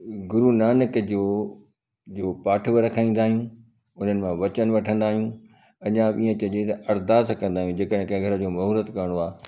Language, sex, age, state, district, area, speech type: Sindhi, male, 60+, Gujarat, Kutch, urban, spontaneous